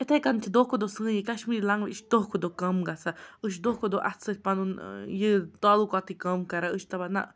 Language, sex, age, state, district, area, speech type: Kashmiri, female, 30-45, Jammu and Kashmir, Baramulla, rural, spontaneous